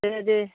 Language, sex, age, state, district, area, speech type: Bodo, female, 60+, Assam, Baksa, urban, conversation